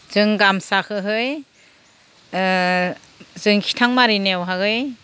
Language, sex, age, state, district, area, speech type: Bodo, female, 45-60, Assam, Udalguri, rural, spontaneous